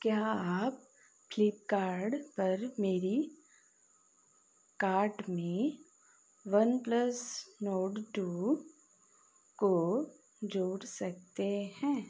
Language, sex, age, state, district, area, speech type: Hindi, female, 45-60, Madhya Pradesh, Chhindwara, rural, read